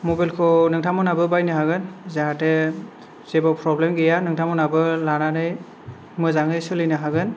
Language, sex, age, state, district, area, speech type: Bodo, male, 18-30, Assam, Kokrajhar, rural, spontaneous